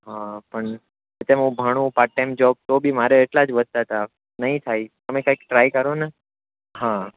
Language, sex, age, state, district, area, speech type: Gujarati, male, 18-30, Gujarat, Surat, urban, conversation